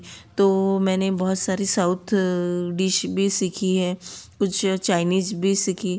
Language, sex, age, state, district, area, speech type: Hindi, female, 30-45, Madhya Pradesh, Betul, urban, spontaneous